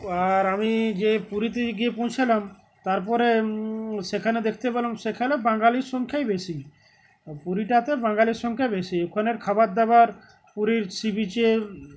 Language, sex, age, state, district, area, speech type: Bengali, male, 45-60, West Bengal, Uttar Dinajpur, urban, spontaneous